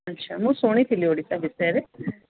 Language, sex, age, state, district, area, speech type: Odia, female, 45-60, Odisha, Sundergarh, rural, conversation